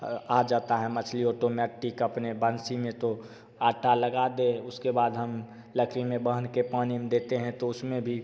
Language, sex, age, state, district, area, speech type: Hindi, male, 18-30, Bihar, Begusarai, rural, spontaneous